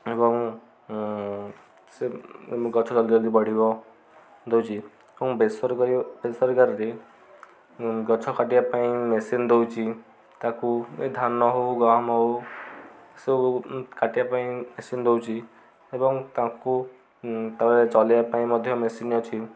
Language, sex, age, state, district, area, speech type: Odia, male, 18-30, Odisha, Kendujhar, urban, spontaneous